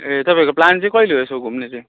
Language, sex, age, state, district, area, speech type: Nepali, male, 45-60, West Bengal, Jalpaiguri, urban, conversation